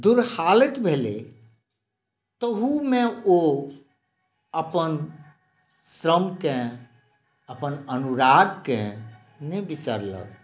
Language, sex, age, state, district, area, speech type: Maithili, male, 60+, Bihar, Madhubani, rural, spontaneous